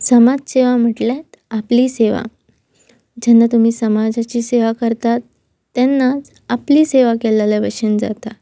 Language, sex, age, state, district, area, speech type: Goan Konkani, female, 18-30, Goa, Pernem, rural, spontaneous